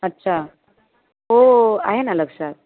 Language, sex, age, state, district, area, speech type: Marathi, female, 18-30, Maharashtra, Mumbai Suburban, urban, conversation